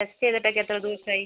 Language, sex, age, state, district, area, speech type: Malayalam, female, 18-30, Kerala, Wayanad, rural, conversation